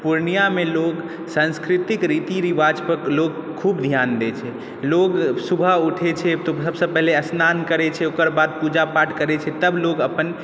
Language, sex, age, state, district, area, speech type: Maithili, male, 18-30, Bihar, Purnia, urban, spontaneous